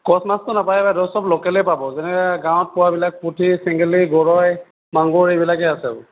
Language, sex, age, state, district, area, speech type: Assamese, male, 18-30, Assam, Sonitpur, rural, conversation